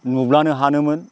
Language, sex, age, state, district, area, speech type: Bodo, male, 45-60, Assam, Baksa, rural, spontaneous